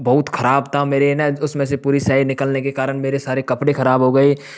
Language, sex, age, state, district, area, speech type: Hindi, male, 45-60, Rajasthan, Karauli, rural, spontaneous